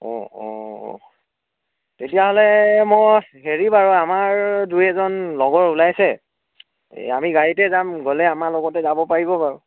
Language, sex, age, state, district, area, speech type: Assamese, male, 18-30, Assam, Dhemaji, urban, conversation